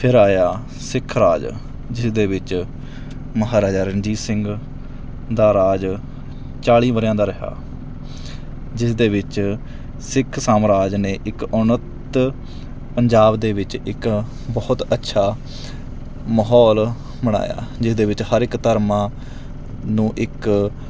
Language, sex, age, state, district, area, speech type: Punjabi, male, 30-45, Punjab, Mansa, urban, spontaneous